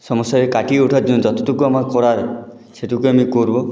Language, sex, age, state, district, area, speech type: Bengali, male, 18-30, West Bengal, Jalpaiguri, rural, spontaneous